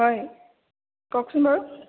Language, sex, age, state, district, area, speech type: Assamese, female, 18-30, Assam, Sonitpur, rural, conversation